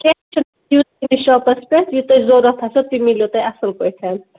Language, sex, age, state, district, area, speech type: Kashmiri, female, 30-45, Jammu and Kashmir, Budgam, rural, conversation